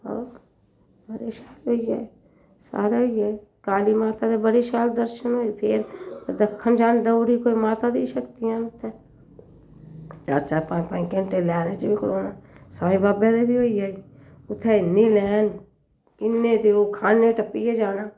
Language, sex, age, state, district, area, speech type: Dogri, female, 60+, Jammu and Kashmir, Jammu, urban, spontaneous